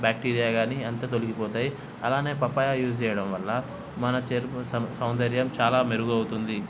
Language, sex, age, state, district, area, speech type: Telugu, male, 30-45, Telangana, Hyderabad, rural, spontaneous